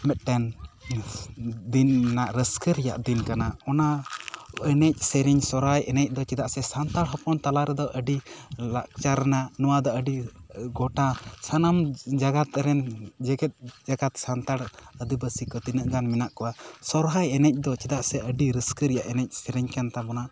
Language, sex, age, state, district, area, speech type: Santali, male, 18-30, West Bengal, Bankura, rural, spontaneous